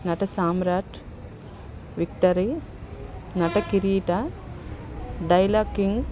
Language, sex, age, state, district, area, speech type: Telugu, female, 30-45, Andhra Pradesh, Bapatla, urban, spontaneous